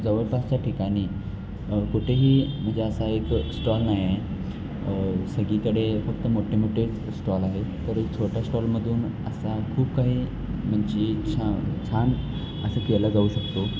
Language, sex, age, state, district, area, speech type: Marathi, male, 18-30, Maharashtra, Kolhapur, urban, spontaneous